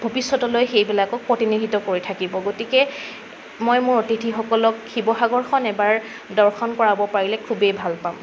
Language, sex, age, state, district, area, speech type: Assamese, female, 18-30, Assam, Sonitpur, rural, spontaneous